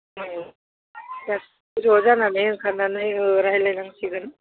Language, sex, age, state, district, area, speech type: Bodo, female, 30-45, Assam, Udalguri, urban, conversation